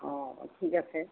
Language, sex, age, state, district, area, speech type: Assamese, female, 60+, Assam, Golaghat, urban, conversation